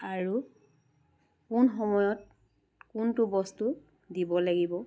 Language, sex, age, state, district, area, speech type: Assamese, female, 60+, Assam, Charaideo, urban, spontaneous